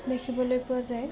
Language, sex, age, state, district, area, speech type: Assamese, female, 18-30, Assam, Dhemaji, rural, spontaneous